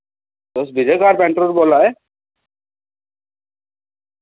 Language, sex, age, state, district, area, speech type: Dogri, male, 18-30, Jammu and Kashmir, Reasi, rural, conversation